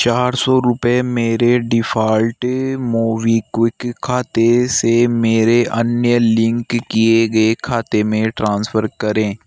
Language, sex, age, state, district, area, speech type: Hindi, male, 45-60, Rajasthan, Jaipur, urban, read